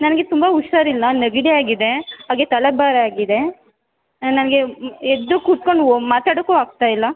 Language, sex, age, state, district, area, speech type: Kannada, female, 18-30, Karnataka, Chamarajanagar, rural, conversation